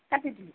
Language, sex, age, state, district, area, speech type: Assamese, female, 60+, Assam, Goalpara, urban, conversation